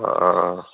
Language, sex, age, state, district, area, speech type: Assamese, male, 45-60, Assam, Lakhimpur, rural, conversation